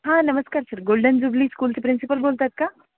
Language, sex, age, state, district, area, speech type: Marathi, female, 18-30, Maharashtra, Jalna, urban, conversation